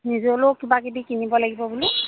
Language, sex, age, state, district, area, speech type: Assamese, female, 30-45, Assam, Charaideo, rural, conversation